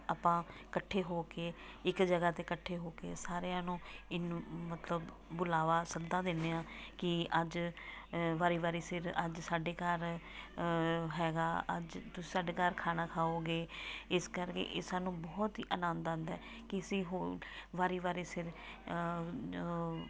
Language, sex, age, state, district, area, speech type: Punjabi, female, 45-60, Punjab, Tarn Taran, rural, spontaneous